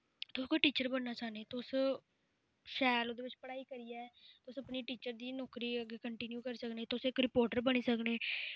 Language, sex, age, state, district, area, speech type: Dogri, female, 18-30, Jammu and Kashmir, Samba, rural, spontaneous